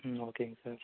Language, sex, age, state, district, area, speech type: Tamil, male, 18-30, Tamil Nadu, Erode, rural, conversation